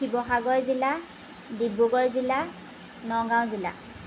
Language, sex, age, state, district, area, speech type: Assamese, female, 30-45, Assam, Lakhimpur, rural, spontaneous